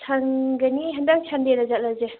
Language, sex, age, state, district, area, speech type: Manipuri, female, 18-30, Manipur, Thoubal, rural, conversation